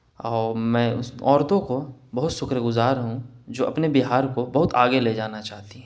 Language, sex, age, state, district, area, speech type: Urdu, male, 18-30, Bihar, Gaya, urban, spontaneous